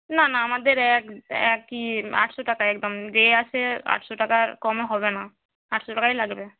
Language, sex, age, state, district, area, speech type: Bengali, female, 18-30, West Bengal, Nadia, rural, conversation